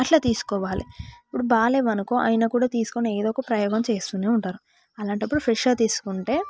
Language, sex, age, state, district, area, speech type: Telugu, female, 18-30, Telangana, Yadadri Bhuvanagiri, rural, spontaneous